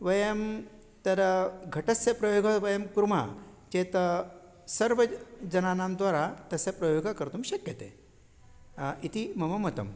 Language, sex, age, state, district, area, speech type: Sanskrit, male, 60+, Maharashtra, Nagpur, urban, spontaneous